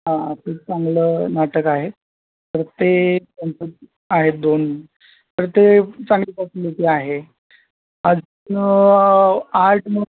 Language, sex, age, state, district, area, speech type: Marathi, male, 30-45, Maharashtra, Mumbai Suburban, urban, conversation